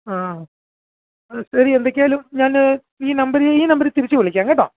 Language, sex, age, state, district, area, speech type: Malayalam, male, 30-45, Kerala, Alappuzha, rural, conversation